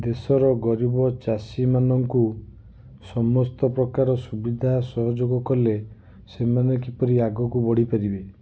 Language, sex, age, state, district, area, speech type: Odia, male, 45-60, Odisha, Cuttack, urban, spontaneous